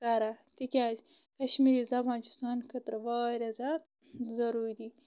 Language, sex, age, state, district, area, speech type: Kashmiri, female, 30-45, Jammu and Kashmir, Bandipora, rural, spontaneous